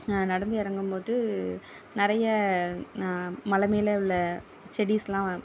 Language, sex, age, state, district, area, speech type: Tamil, female, 30-45, Tamil Nadu, Tiruvarur, rural, spontaneous